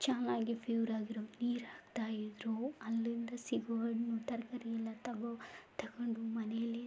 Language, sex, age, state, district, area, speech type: Kannada, female, 18-30, Karnataka, Chamarajanagar, rural, spontaneous